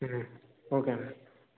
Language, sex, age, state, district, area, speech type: Telugu, male, 18-30, Telangana, Hanamkonda, rural, conversation